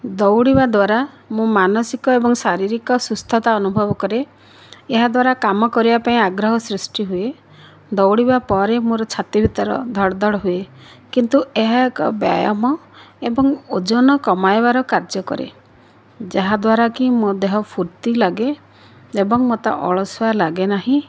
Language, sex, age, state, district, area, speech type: Odia, female, 60+, Odisha, Kandhamal, rural, spontaneous